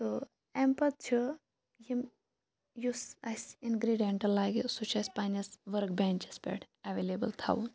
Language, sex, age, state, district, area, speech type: Kashmiri, female, 18-30, Jammu and Kashmir, Kupwara, rural, spontaneous